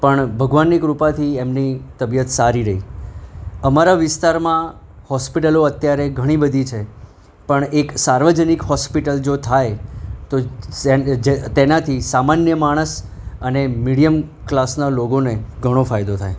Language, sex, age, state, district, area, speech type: Gujarati, male, 30-45, Gujarat, Anand, urban, spontaneous